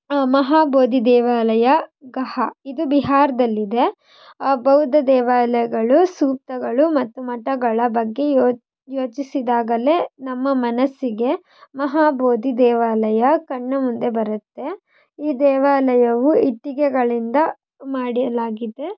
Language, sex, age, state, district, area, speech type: Kannada, female, 18-30, Karnataka, Shimoga, rural, spontaneous